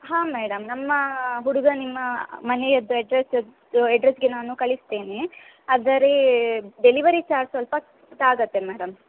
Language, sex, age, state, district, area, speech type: Kannada, female, 18-30, Karnataka, Udupi, rural, conversation